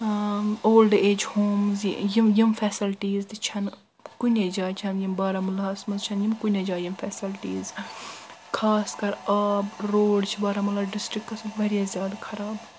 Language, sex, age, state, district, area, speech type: Kashmiri, female, 18-30, Jammu and Kashmir, Baramulla, rural, spontaneous